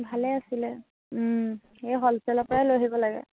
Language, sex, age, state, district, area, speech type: Assamese, female, 18-30, Assam, Charaideo, rural, conversation